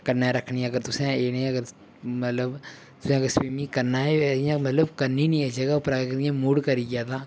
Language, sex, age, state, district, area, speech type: Dogri, male, 18-30, Jammu and Kashmir, Udhampur, rural, spontaneous